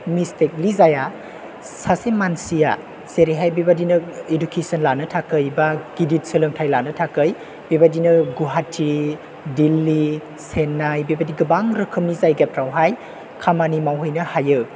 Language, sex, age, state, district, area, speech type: Bodo, male, 18-30, Assam, Chirang, urban, spontaneous